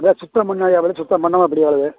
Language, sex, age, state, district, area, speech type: Tamil, male, 60+, Tamil Nadu, Thanjavur, rural, conversation